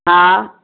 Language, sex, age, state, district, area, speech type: Sindhi, female, 60+, Maharashtra, Mumbai Suburban, urban, conversation